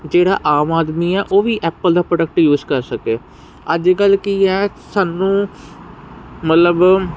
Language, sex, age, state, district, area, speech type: Punjabi, male, 45-60, Punjab, Ludhiana, urban, spontaneous